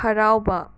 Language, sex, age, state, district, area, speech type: Manipuri, other, 45-60, Manipur, Imphal West, urban, read